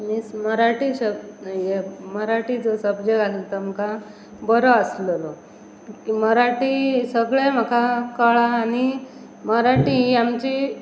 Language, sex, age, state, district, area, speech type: Goan Konkani, female, 30-45, Goa, Pernem, rural, spontaneous